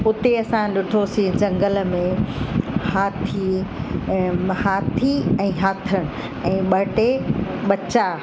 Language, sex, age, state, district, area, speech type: Sindhi, female, 45-60, Uttar Pradesh, Lucknow, rural, spontaneous